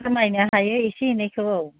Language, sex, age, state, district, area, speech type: Bodo, female, 45-60, Assam, Kokrajhar, urban, conversation